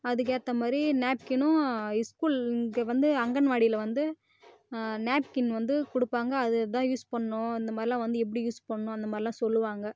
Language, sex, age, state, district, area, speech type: Tamil, female, 18-30, Tamil Nadu, Kallakurichi, rural, spontaneous